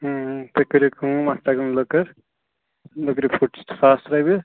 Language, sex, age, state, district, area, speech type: Kashmiri, male, 30-45, Jammu and Kashmir, Bandipora, rural, conversation